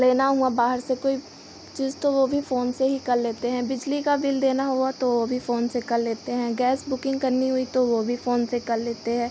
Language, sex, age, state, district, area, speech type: Hindi, female, 18-30, Uttar Pradesh, Pratapgarh, rural, spontaneous